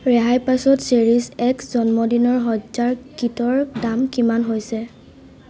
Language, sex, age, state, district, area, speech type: Assamese, female, 18-30, Assam, Sivasagar, urban, read